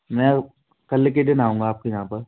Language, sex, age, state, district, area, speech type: Hindi, male, 18-30, Madhya Pradesh, Gwalior, rural, conversation